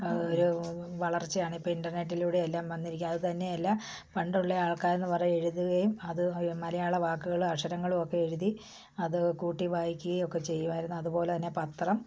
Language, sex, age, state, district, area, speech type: Malayalam, female, 45-60, Kerala, Kottayam, rural, spontaneous